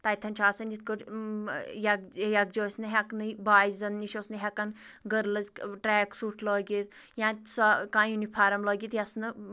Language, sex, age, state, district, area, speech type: Kashmiri, female, 18-30, Jammu and Kashmir, Anantnag, rural, spontaneous